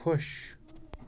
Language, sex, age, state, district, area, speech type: Kashmiri, male, 30-45, Jammu and Kashmir, Srinagar, urban, read